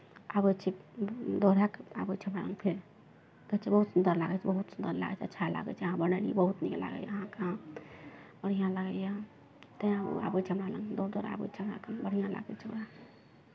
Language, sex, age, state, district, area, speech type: Maithili, female, 30-45, Bihar, Araria, rural, spontaneous